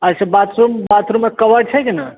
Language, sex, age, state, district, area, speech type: Maithili, male, 30-45, Bihar, Purnia, urban, conversation